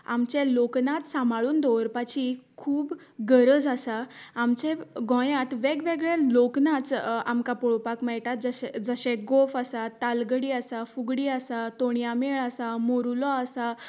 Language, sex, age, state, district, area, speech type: Goan Konkani, female, 18-30, Goa, Canacona, rural, spontaneous